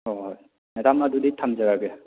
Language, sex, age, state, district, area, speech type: Manipuri, male, 30-45, Manipur, Kakching, rural, conversation